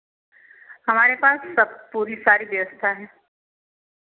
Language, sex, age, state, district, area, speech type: Hindi, female, 45-60, Uttar Pradesh, Ayodhya, rural, conversation